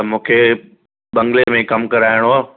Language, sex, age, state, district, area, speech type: Sindhi, male, 60+, Maharashtra, Thane, urban, conversation